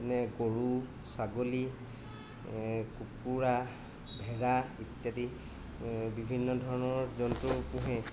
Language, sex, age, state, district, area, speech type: Assamese, male, 30-45, Assam, Golaghat, urban, spontaneous